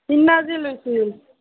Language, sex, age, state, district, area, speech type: Assamese, female, 45-60, Assam, Nalbari, rural, conversation